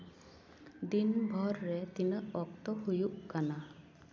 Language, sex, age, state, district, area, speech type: Santali, female, 45-60, West Bengal, Paschim Bardhaman, urban, read